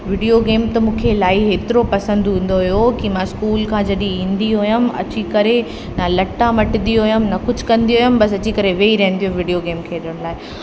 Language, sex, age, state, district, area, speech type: Sindhi, female, 18-30, Uttar Pradesh, Lucknow, rural, spontaneous